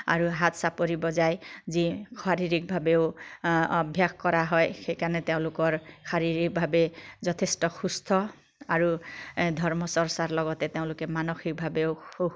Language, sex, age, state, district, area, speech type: Assamese, female, 45-60, Assam, Biswanath, rural, spontaneous